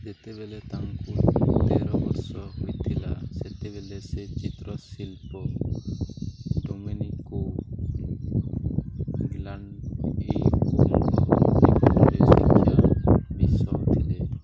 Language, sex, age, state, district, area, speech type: Odia, male, 18-30, Odisha, Nuapada, urban, read